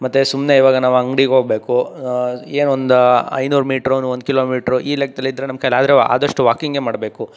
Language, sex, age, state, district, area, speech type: Kannada, male, 18-30, Karnataka, Tumkur, rural, spontaneous